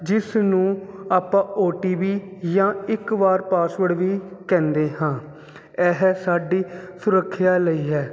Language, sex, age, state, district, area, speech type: Punjabi, male, 30-45, Punjab, Jalandhar, urban, spontaneous